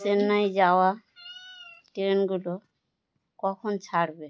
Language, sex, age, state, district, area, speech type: Bengali, female, 30-45, West Bengal, Birbhum, urban, read